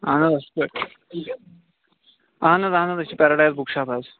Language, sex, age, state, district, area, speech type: Kashmiri, male, 30-45, Jammu and Kashmir, Kulgam, rural, conversation